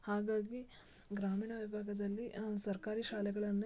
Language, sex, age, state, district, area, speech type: Kannada, female, 18-30, Karnataka, Shimoga, rural, spontaneous